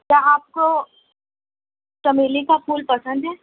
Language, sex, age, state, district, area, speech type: Urdu, male, 18-30, Delhi, East Delhi, rural, conversation